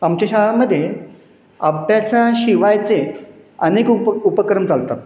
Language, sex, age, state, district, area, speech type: Marathi, male, 30-45, Maharashtra, Satara, urban, spontaneous